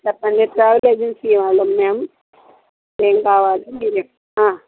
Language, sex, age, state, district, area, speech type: Telugu, female, 60+, Andhra Pradesh, Bapatla, urban, conversation